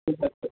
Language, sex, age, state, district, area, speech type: Bengali, male, 18-30, West Bengal, Uttar Dinajpur, urban, conversation